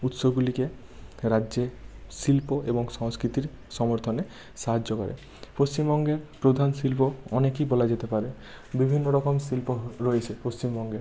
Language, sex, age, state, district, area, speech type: Bengali, male, 18-30, West Bengal, Bankura, urban, spontaneous